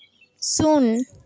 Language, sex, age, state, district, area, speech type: Santali, female, 18-30, West Bengal, Malda, rural, read